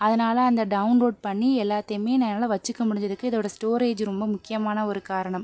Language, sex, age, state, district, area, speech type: Tamil, female, 18-30, Tamil Nadu, Pudukkottai, rural, spontaneous